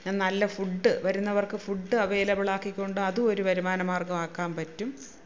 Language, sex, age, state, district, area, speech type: Malayalam, female, 45-60, Kerala, Kollam, rural, spontaneous